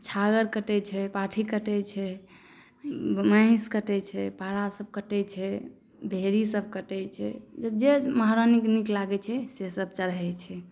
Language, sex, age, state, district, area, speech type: Maithili, female, 18-30, Bihar, Saharsa, rural, spontaneous